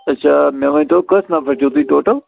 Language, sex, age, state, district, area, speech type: Kashmiri, male, 30-45, Jammu and Kashmir, Srinagar, urban, conversation